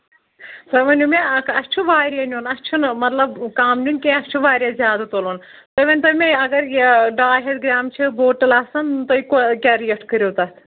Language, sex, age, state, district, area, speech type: Kashmiri, female, 18-30, Jammu and Kashmir, Anantnag, rural, conversation